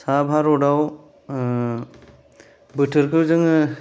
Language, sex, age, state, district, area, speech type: Bodo, male, 30-45, Assam, Kokrajhar, urban, spontaneous